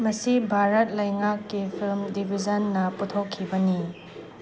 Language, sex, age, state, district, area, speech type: Manipuri, female, 30-45, Manipur, Chandel, rural, read